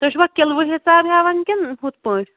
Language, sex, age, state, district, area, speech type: Kashmiri, female, 30-45, Jammu and Kashmir, Shopian, rural, conversation